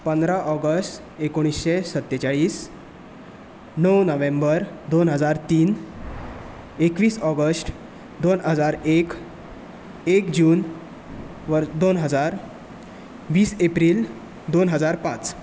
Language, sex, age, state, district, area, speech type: Goan Konkani, male, 18-30, Goa, Bardez, rural, spontaneous